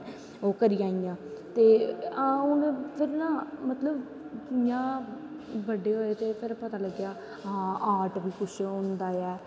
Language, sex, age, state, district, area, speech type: Dogri, female, 18-30, Jammu and Kashmir, Jammu, rural, spontaneous